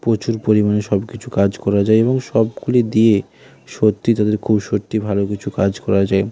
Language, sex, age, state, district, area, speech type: Bengali, male, 30-45, West Bengal, Hooghly, urban, spontaneous